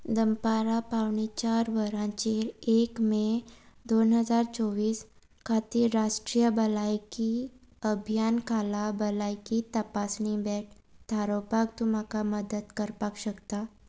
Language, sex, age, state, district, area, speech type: Goan Konkani, female, 18-30, Goa, Salcete, rural, read